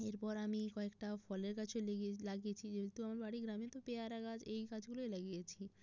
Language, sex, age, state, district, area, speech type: Bengali, female, 18-30, West Bengal, Jalpaiguri, rural, spontaneous